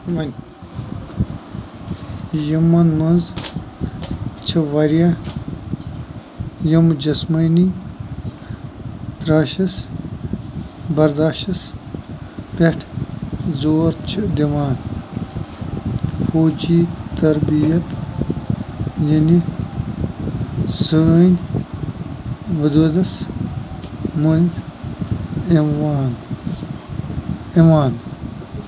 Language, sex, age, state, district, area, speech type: Kashmiri, male, 45-60, Jammu and Kashmir, Kupwara, urban, read